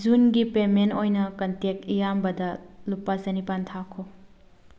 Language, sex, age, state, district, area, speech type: Manipuri, female, 18-30, Manipur, Thoubal, urban, read